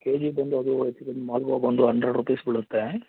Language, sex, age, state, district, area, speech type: Kannada, male, 30-45, Karnataka, Mandya, rural, conversation